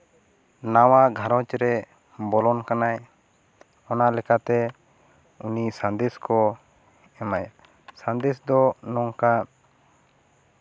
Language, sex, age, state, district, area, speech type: Santali, male, 30-45, West Bengal, Bankura, rural, spontaneous